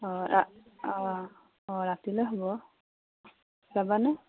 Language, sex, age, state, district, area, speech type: Assamese, female, 30-45, Assam, Udalguri, rural, conversation